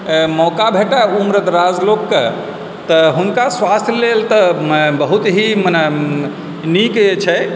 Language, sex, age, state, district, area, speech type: Maithili, male, 45-60, Bihar, Supaul, urban, spontaneous